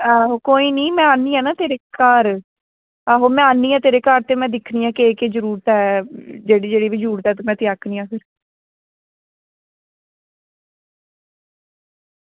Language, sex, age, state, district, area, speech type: Dogri, female, 18-30, Jammu and Kashmir, Samba, rural, conversation